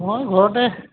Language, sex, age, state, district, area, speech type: Assamese, male, 45-60, Assam, Lakhimpur, rural, conversation